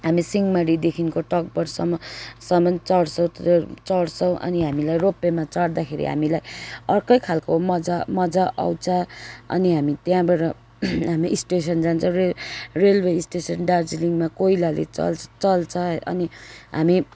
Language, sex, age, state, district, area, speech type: Nepali, female, 45-60, West Bengal, Darjeeling, rural, spontaneous